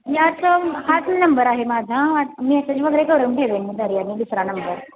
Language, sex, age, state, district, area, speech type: Marathi, female, 18-30, Maharashtra, Kolhapur, urban, conversation